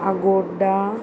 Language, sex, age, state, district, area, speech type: Goan Konkani, female, 30-45, Goa, Murmgao, urban, spontaneous